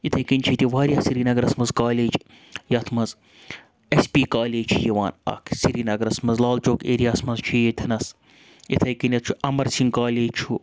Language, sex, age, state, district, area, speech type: Kashmiri, male, 30-45, Jammu and Kashmir, Srinagar, urban, spontaneous